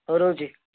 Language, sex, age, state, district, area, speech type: Odia, male, 18-30, Odisha, Kendujhar, urban, conversation